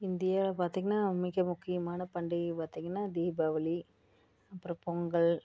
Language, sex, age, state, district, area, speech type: Tamil, female, 30-45, Tamil Nadu, Tiruppur, rural, spontaneous